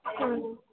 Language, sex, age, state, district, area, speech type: Kannada, female, 30-45, Karnataka, Mandya, rural, conversation